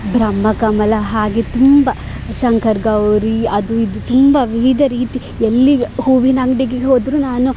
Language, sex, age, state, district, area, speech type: Kannada, female, 18-30, Karnataka, Dakshina Kannada, urban, spontaneous